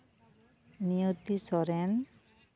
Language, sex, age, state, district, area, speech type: Santali, female, 30-45, West Bengal, Jhargram, rural, spontaneous